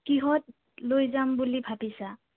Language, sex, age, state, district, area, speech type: Assamese, female, 30-45, Assam, Sonitpur, rural, conversation